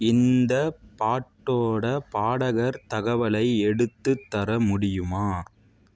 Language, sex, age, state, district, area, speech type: Tamil, male, 60+, Tamil Nadu, Tiruvarur, rural, read